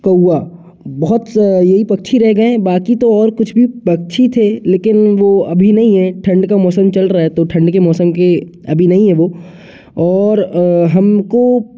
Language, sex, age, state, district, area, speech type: Hindi, male, 18-30, Madhya Pradesh, Jabalpur, urban, spontaneous